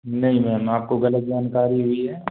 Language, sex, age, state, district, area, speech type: Hindi, male, 18-30, Madhya Pradesh, Gwalior, rural, conversation